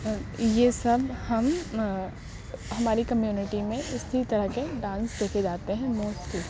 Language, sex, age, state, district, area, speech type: Urdu, female, 18-30, Uttar Pradesh, Aligarh, urban, spontaneous